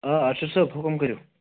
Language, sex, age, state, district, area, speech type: Kashmiri, male, 45-60, Jammu and Kashmir, Budgam, urban, conversation